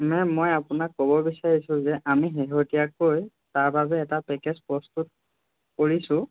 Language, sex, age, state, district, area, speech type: Assamese, male, 18-30, Assam, Jorhat, urban, conversation